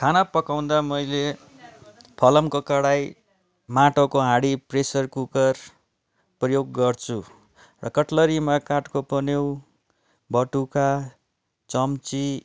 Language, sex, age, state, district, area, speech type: Nepali, male, 30-45, West Bengal, Darjeeling, rural, spontaneous